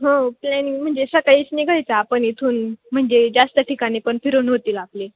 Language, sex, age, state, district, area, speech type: Marathi, female, 18-30, Maharashtra, Ahmednagar, rural, conversation